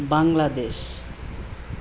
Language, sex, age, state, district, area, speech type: Nepali, male, 18-30, West Bengal, Darjeeling, rural, spontaneous